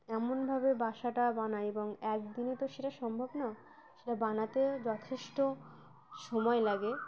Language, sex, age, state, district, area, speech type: Bengali, female, 18-30, West Bengal, Uttar Dinajpur, urban, spontaneous